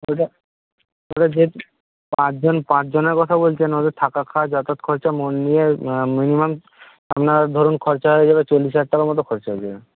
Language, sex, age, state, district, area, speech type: Bengali, male, 60+, West Bengal, Purba Medinipur, rural, conversation